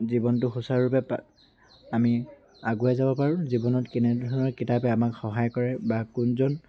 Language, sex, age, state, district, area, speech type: Assamese, male, 18-30, Assam, Dhemaji, urban, spontaneous